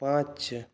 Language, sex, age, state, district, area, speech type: Maithili, male, 18-30, Bihar, Saharsa, urban, read